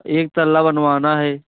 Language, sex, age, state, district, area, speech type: Hindi, male, 18-30, Uttar Pradesh, Jaunpur, rural, conversation